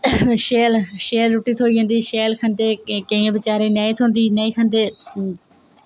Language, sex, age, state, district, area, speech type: Dogri, female, 18-30, Jammu and Kashmir, Reasi, rural, spontaneous